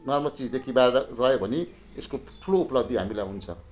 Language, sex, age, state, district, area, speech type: Nepali, female, 60+, West Bengal, Jalpaiguri, rural, spontaneous